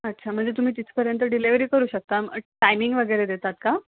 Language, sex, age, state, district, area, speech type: Marathi, female, 18-30, Maharashtra, Amravati, rural, conversation